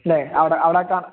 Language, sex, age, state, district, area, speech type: Malayalam, male, 30-45, Kerala, Malappuram, rural, conversation